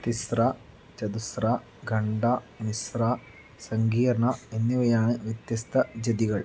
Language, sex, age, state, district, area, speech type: Malayalam, male, 30-45, Kerala, Palakkad, urban, read